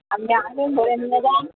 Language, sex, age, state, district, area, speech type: Bengali, female, 30-45, West Bengal, Birbhum, urban, conversation